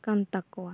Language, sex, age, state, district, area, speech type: Santali, female, 18-30, West Bengal, Bankura, rural, spontaneous